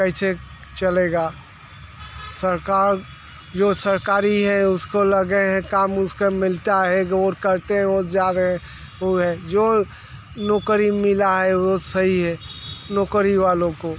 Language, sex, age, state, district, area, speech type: Hindi, male, 60+, Uttar Pradesh, Mirzapur, urban, spontaneous